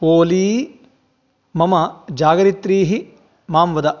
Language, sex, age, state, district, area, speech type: Sanskrit, male, 45-60, Karnataka, Davanagere, rural, read